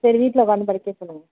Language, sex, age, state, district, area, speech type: Tamil, female, 18-30, Tamil Nadu, Thanjavur, urban, conversation